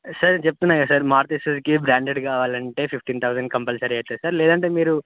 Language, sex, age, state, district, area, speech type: Telugu, male, 18-30, Telangana, Karimnagar, rural, conversation